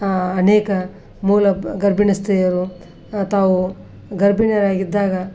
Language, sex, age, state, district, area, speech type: Kannada, female, 60+, Karnataka, Koppal, rural, spontaneous